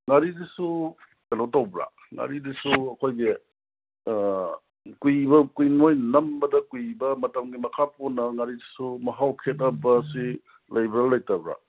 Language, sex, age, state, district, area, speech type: Manipuri, male, 30-45, Manipur, Kangpokpi, urban, conversation